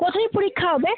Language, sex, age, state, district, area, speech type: Bengali, female, 18-30, West Bengal, Malda, urban, conversation